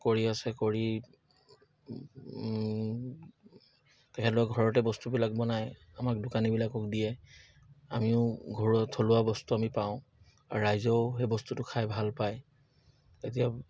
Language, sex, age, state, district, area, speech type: Assamese, male, 30-45, Assam, Dibrugarh, urban, spontaneous